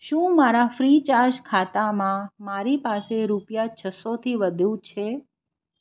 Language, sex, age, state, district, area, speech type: Gujarati, female, 45-60, Gujarat, Anand, urban, read